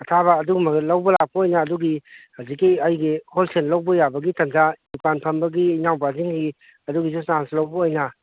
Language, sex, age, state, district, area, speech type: Manipuri, male, 30-45, Manipur, Kangpokpi, urban, conversation